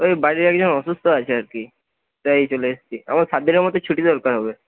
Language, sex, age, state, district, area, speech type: Bengali, male, 18-30, West Bengal, Purba Medinipur, rural, conversation